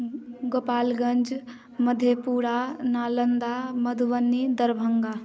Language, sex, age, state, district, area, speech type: Maithili, female, 18-30, Bihar, Madhubani, rural, spontaneous